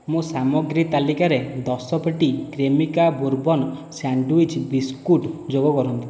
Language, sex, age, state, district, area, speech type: Odia, male, 18-30, Odisha, Khordha, rural, read